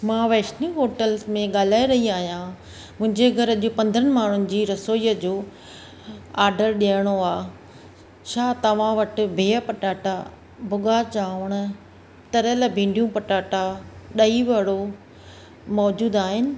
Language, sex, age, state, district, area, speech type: Sindhi, female, 45-60, Maharashtra, Thane, urban, spontaneous